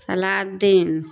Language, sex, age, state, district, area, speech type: Urdu, female, 60+, Bihar, Darbhanga, rural, spontaneous